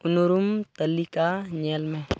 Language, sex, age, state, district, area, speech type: Santali, male, 18-30, Jharkhand, Pakur, rural, read